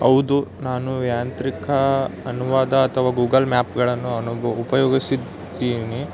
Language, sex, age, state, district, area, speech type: Kannada, male, 18-30, Karnataka, Yadgir, rural, spontaneous